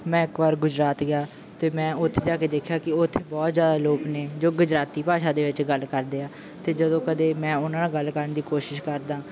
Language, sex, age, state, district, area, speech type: Punjabi, male, 18-30, Punjab, Bathinda, rural, spontaneous